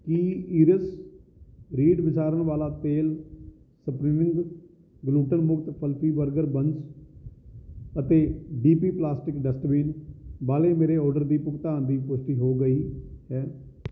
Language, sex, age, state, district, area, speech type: Punjabi, male, 30-45, Punjab, Kapurthala, urban, read